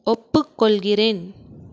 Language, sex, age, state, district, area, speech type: Tamil, female, 18-30, Tamil Nadu, Krishnagiri, rural, read